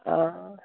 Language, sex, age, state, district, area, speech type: Kashmiri, female, 30-45, Jammu and Kashmir, Srinagar, rural, conversation